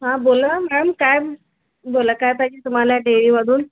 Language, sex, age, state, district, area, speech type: Marathi, female, 45-60, Maharashtra, Nagpur, urban, conversation